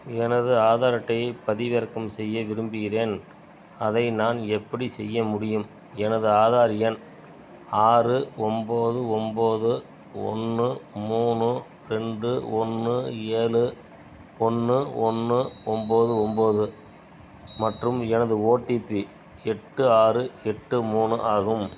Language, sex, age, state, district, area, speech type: Tamil, male, 45-60, Tamil Nadu, Madurai, rural, read